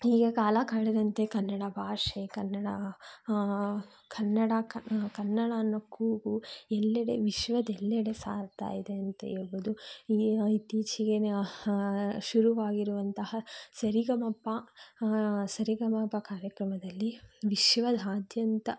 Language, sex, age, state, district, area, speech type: Kannada, female, 30-45, Karnataka, Tumkur, rural, spontaneous